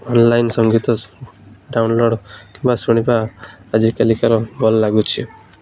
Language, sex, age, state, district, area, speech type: Odia, male, 18-30, Odisha, Malkangiri, urban, spontaneous